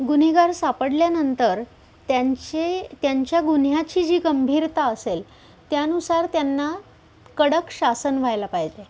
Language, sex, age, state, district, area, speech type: Marathi, female, 45-60, Maharashtra, Pune, urban, spontaneous